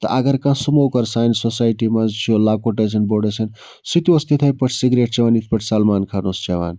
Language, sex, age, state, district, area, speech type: Kashmiri, male, 45-60, Jammu and Kashmir, Budgam, rural, spontaneous